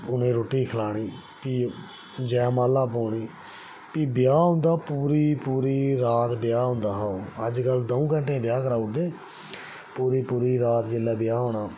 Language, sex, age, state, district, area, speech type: Dogri, male, 30-45, Jammu and Kashmir, Reasi, rural, spontaneous